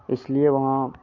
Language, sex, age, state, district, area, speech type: Hindi, male, 18-30, Bihar, Madhepura, rural, spontaneous